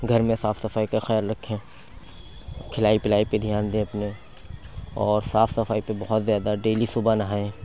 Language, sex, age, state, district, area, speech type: Urdu, male, 30-45, Uttar Pradesh, Lucknow, urban, spontaneous